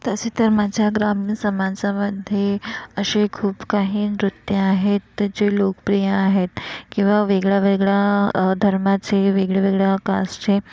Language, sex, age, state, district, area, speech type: Marathi, female, 45-60, Maharashtra, Nagpur, urban, spontaneous